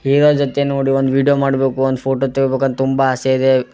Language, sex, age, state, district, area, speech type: Kannada, male, 18-30, Karnataka, Gulbarga, urban, spontaneous